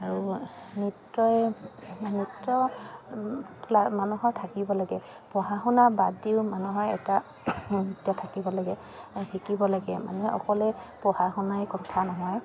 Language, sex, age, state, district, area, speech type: Assamese, female, 45-60, Assam, Dibrugarh, rural, spontaneous